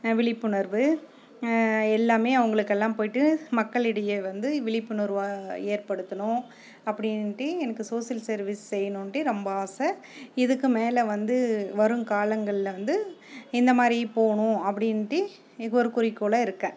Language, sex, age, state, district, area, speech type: Tamil, female, 45-60, Tamil Nadu, Dharmapuri, rural, spontaneous